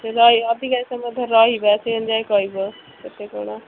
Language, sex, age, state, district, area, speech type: Odia, female, 30-45, Odisha, Kendrapara, urban, conversation